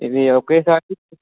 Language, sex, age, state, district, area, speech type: Telugu, male, 18-30, Telangana, Ranga Reddy, urban, conversation